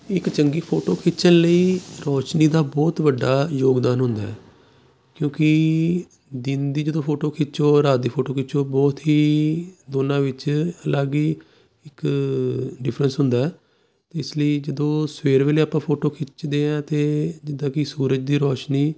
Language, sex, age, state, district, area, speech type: Punjabi, male, 30-45, Punjab, Jalandhar, urban, spontaneous